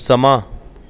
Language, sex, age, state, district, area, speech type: Punjabi, male, 30-45, Punjab, Kapurthala, urban, read